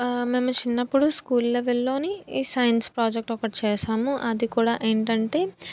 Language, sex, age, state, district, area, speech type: Telugu, female, 18-30, Andhra Pradesh, Anakapalli, rural, spontaneous